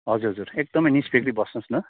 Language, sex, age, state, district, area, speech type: Nepali, male, 30-45, West Bengal, Kalimpong, rural, conversation